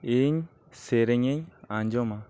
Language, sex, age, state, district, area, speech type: Santali, male, 18-30, West Bengal, Birbhum, rural, read